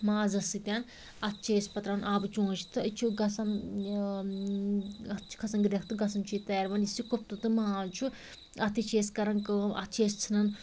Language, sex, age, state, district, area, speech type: Kashmiri, female, 45-60, Jammu and Kashmir, Anantnag, rural, spontaneous